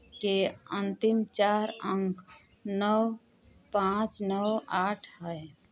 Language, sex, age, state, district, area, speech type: Hindi, female, 45-60, Uttar Pradesh, Mau, rural, read